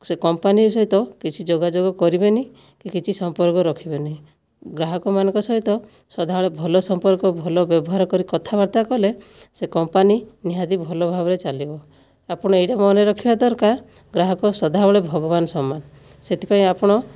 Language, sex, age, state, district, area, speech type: Odia, female, 60+, Odisha, Kandhamal, rural, spontaneous